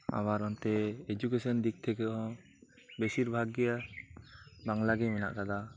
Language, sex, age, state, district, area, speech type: Santali, male, 18-30, West Bengal, Birbhum, rural, spontaneous